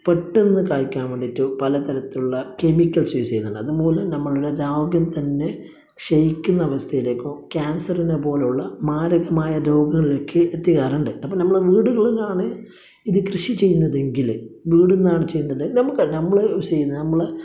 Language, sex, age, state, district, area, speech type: Malayalam, male, 30-45, Kerala, Kasaragod, rural, spontaneous